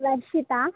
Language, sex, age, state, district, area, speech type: Telugu, female, 45-60, Andhra Pradesh, Visakhapatnam, urban, conversation